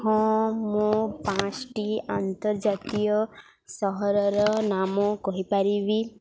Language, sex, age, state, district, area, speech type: Odia, female, 18-30, Odisha, Subarnapur, rural, spontaneous